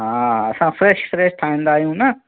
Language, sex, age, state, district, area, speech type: Sindhi, male, 30-45, Uttar Pradesh, Lucknow, urban, conversation